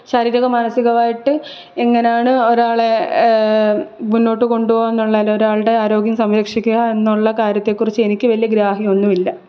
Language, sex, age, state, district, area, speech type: Malayalam, female, 18-30, Kerala, Pathanamthitta, urban, spontaneous